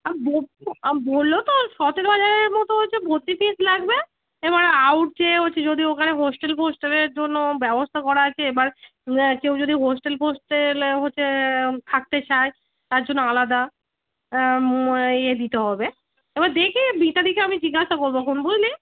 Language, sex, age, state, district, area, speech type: Bengali, female, 30-45, West Bengal, Darjeeling, rural, conversation